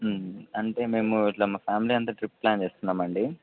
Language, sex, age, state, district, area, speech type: Telugu, male, 18-30, Telangana, Warangal, urban, conversation